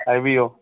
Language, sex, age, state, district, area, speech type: Manipuri, male, 45-60, Manipur, Churachandpur, urban, conversation